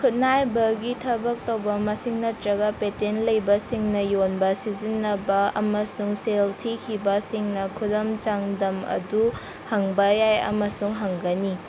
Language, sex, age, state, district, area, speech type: Manipuri, female, 18-30, Manipur, Senapati, rural, read